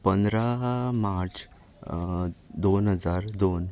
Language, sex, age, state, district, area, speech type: Goan Konkani, male, 18-30, Goa, Ponda, rural, spontaneous